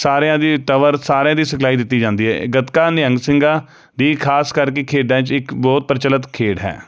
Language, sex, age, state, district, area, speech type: Punjabi, male, 30-45, Punjab, Jalandhar, urban, spontaneous